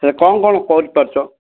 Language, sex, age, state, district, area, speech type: Odia, male, 60+, Odisha, Gajapati, rural, conversation